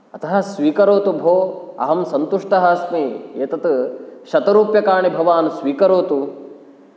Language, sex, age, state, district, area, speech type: Sanskrit, male, 18-30, Kerala, Kasaragod, rural, spontaneous